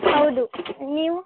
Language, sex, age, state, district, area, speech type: Kannada, female, 18-30, Karnataka, Bellary, rural, conversation